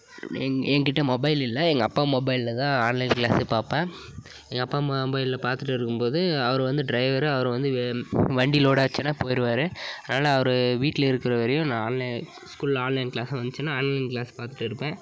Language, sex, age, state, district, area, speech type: Tamil, male, 18-30, Tamil Nadu, Dharmapuri, urban, spontaneous